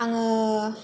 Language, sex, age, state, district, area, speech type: Bodo, female, 18-30, Assam, Kokrajhar, urban, spontaneous